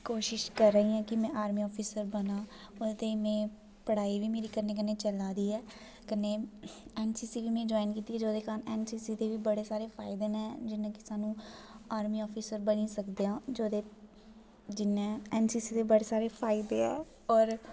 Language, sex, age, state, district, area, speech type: Dogri, female, 18-30, Jammu and Kashmir, Jammu, rural, spontaneous